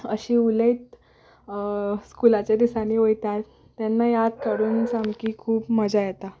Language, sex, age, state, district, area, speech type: Goan Konkani, female, 18-30, Goa, Canacona, rural, spontaneous